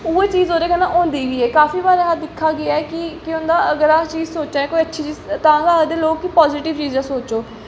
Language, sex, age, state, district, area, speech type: Dogri, female, 18-30, Jammu and Kashmir, Jammu, rural, spontaneous